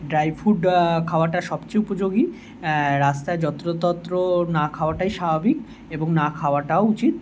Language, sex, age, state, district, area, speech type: Bengali, male, 18-30, West Bengal, Kolkata, urban, spontaneous